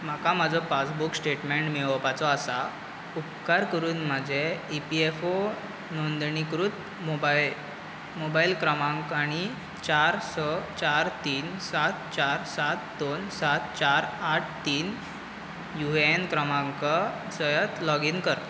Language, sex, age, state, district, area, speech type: Goan Konkani, male, 18-30, Goa, Bardez, urban, read